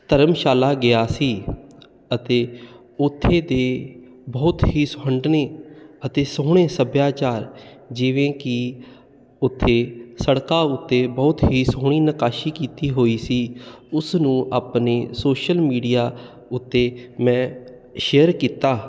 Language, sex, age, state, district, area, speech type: Punjabi, male, 30-45, Punjab, Jalandhar, urban, spontaneous